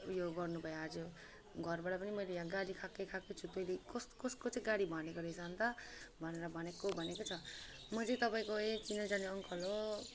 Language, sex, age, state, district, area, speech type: Nepali, female, 18-30, West Bengal, Alipurduar, urban, spontaneous